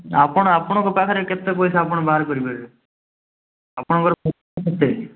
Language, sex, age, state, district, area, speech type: Odia, male, 18-30, Odisha, Rayagada, urban, conversation